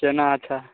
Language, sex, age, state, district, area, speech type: Maithili, male, 18-30, Bihar, Muzaffarpur, rural, conversation